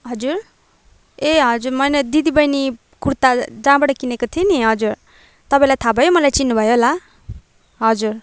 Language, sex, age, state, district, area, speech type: Nepali, female, 18-30, West Bengal, Darjeeling, rural, spontaneous